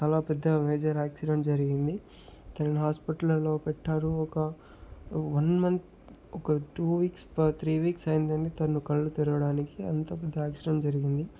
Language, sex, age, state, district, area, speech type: Telugu, male, 18-30, Andhra Pradesh, Chittoor, urban, spontaneous